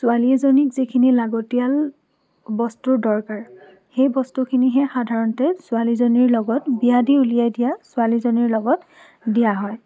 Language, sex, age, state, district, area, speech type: Assamese, female, 18-30, Assam, Dhemaji, rural, spontaneous